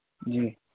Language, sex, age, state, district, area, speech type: Urdu, male, 18-30, Delhi, East Delhi, urban, conversation